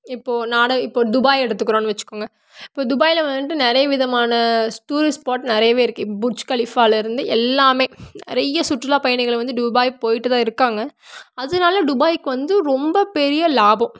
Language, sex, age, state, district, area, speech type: Tamil, female, 18-30, Tamil Nadu, Karur, rural, spontaneous